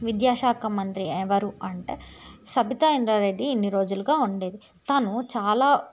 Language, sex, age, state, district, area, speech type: Telugu, female, 18-30, Telangana, Yadadri Bhuvanagiri, urban, spontaneous